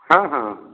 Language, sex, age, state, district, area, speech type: Odia, male, 60+, Odisha, Nayagarh, rural, conversation